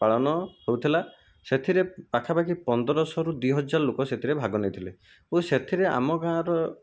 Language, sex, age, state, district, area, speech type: Odia, male, 45-60, Odisha, Jajpur, rural, spontaneous